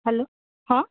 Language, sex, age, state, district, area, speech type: Odia, female, 45-60, Odisha, Sundergarh, rural, conversation